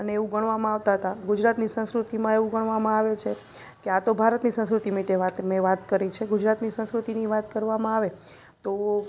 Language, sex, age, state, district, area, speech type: Gujarati, female, 30-45, Gujarat, Junagadh, urban, spontaneous